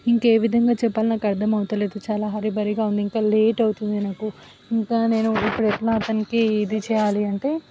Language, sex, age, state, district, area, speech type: Telugu, female, 18-30, Telangana, Vikarabad, rural, spontaneous